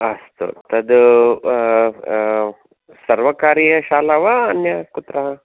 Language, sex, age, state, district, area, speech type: Sanskrit, male, 30-45, Karnataka, Chikkamagaluru, urban, conversation